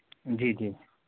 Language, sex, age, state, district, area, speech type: Hindi, male, 30-45, Madhya Pradesh, Bhopal, urban, conversation